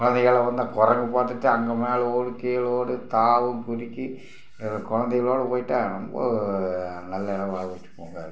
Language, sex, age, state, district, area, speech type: Tamil, male, 60+, Tamil Nadu, Tiruppur, rural, spontaneous